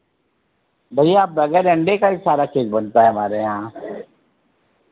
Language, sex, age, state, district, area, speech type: Hindi, male, 60+, Uttar Pradesh, Sitapur, rural, conversation